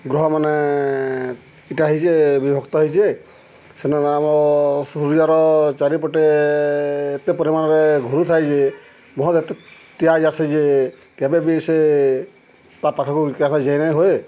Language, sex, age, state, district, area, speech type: Odia, male, 45-60, Odisha, Subarnapur, urban, spontaneous